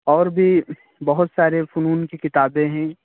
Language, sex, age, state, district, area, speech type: Urdu, male, 45-60, Uttar Pradesh, Lucknow, rural, conversation